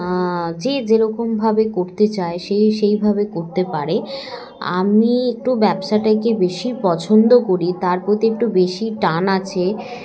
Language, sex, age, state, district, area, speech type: Bengali, female, 18-30, West Bengal, Hooghly, urban, spontaneous